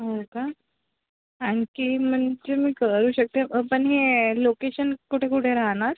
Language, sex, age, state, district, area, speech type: Marathi, female, 18-30, Maharashtra, Nagpur, urban, conversation